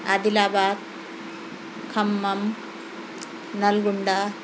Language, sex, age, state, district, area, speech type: Urdu, female, 45-60, Telangana, Hyderabad, urban, spontaneous